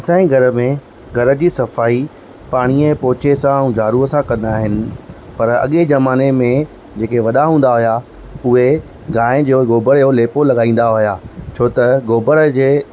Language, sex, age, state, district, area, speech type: Sindhi, male, 30-45, Maharashtra, Thane, rural, spontaneous